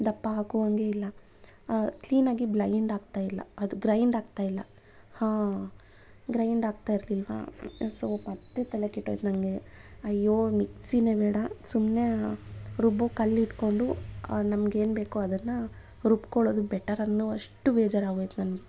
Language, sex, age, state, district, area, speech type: Kannada, female, 30-45, Karnataka, Bangalore Urban, urban, spontaneous